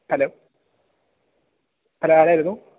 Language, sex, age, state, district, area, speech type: Malayalam, male, 18-30, Kerala, Idukki, rural, conversation